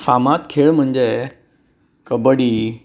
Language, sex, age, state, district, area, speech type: Goan Konkani, male, 45-60, Goa, Bardez, urban, spontaneous